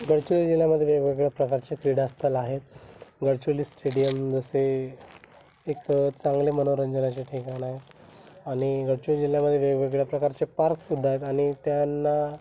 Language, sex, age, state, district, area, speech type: Marathi, male, 18-30, Maharashtra, Gadchiroli, rural, spontaneous